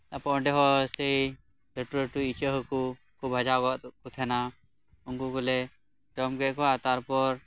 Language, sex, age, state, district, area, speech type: Santali, male, 18-30, West Bengal, Birbhum, rural, spontaneous